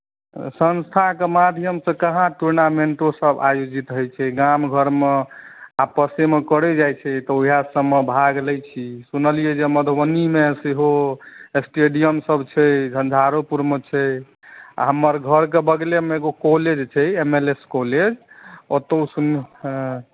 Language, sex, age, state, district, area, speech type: Maithili, male, 18-30, Bihar, Madhubani, rural, conversation